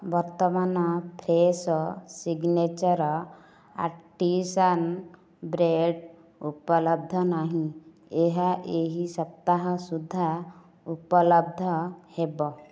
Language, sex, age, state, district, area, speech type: Odia, female, 30-45, Odisha, Nayagarh, rural, read